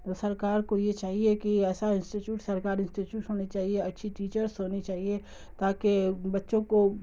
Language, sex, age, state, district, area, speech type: Urdu, female, 30-45, Bihar, Darbhanga, rural, spontaneous